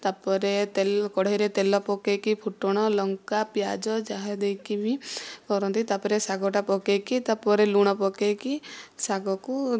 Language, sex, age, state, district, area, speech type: Odia, female, 45-60, Odisha, Kandhamal, rural, spontaneous